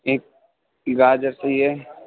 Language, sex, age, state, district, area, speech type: Urdu, male, 18-30, Uttar Pradesh, Gautam Buddha Nagar, rural, conversation